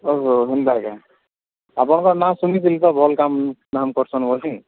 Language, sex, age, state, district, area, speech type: Odia, female, 45-60, Odisha, Nuapada, urban, conversation